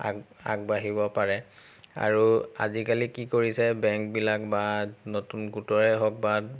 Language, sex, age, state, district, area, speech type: Assamese, male, 30-45, Assam, Biswanath, rural, spontaneous